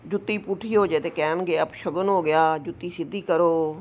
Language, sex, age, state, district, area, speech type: Punjabi, female, 60+, Punjab, Ludhiana, urban, spontaneous